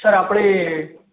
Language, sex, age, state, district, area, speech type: Gujarati, male, 45-60, Gujarat, Mehsana, rural, conversation